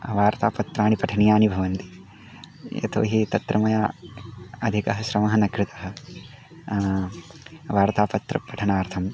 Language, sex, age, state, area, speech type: Sanskrit, male, 18-30, Uttarakhand, rural, spontaneous